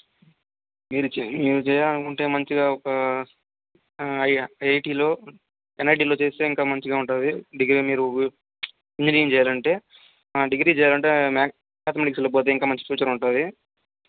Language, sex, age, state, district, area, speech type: Telugu, male, 18-30, Andhra Pradesh, Sri Balaji, rural, conversation